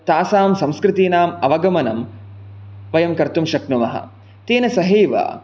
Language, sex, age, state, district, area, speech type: Sanskrit, male, 18-30, Karnataka, Chikkamagaluru, rural, spontaneous